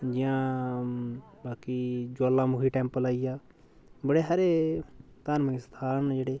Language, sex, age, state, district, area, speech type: Dogri, male, 30-45, Jammu and Kashmir, Udhampur, rural, spontaneous